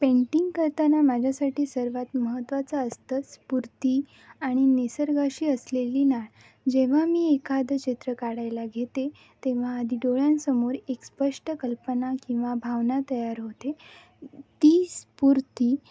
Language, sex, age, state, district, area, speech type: Marathi, female, 18-30, Maharashtra, Nanded, rural, spontaneous